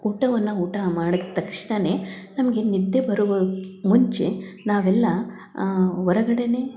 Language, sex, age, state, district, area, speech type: Kannada, female, 60+, Karnataka, Chitradurga, rural, spontaneous